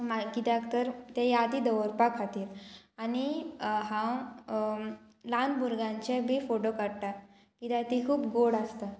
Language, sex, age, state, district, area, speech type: Goan Konkani, female, 18-30, Goa, Murmgao, rural, spontaneous